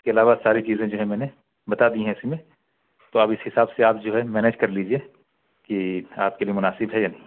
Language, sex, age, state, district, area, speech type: Urdu, male, 30-45, Bihar, Purnia, rural, conversation